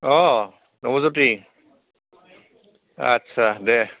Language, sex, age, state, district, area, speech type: Assamese, male, 60+, Assam, Goalpara, rural, conversation